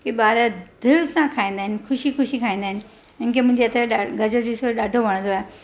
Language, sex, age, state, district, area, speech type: Sindhi, female, 45-60, Gujarat, Surat, urban, spontaneous